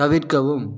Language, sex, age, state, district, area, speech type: Tamil, male, 30-45, Tamil Nadu, Tiruppur, rural, read